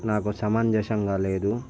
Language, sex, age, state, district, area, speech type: Telugu, male, 45-60, Andhra Pradesh, Visakhapatnam, urban, spontaneous